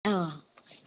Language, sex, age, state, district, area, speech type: Assamese, female, 30-45, Assam, Charaideo, rural, conversation